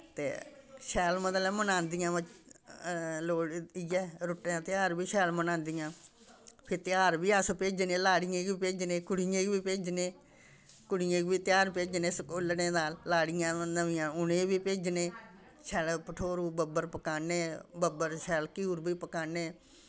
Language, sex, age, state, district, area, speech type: Dogri, female, 60+, Jammu and Kashmir, Samba, urban, spontaneous